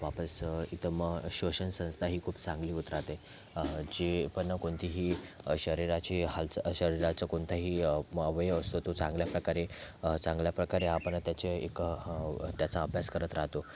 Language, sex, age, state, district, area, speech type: Marathi, male, 30-45, Maharashtra, Thane, urban, spontaneous